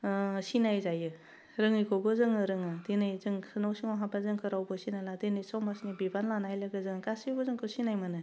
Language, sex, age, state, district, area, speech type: Bodo, female, 30-45, Assam, Udalguri, urban, spontaneous